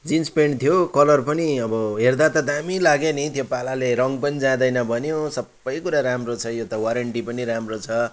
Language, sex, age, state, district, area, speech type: Nepali, male, 45-60, West Bengal, Kalimpong, rural, spontaneous